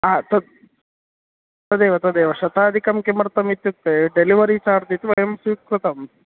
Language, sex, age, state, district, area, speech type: Sanskrit, male, 18-30, Karnataka, Dakshina Kannada, rural, conversation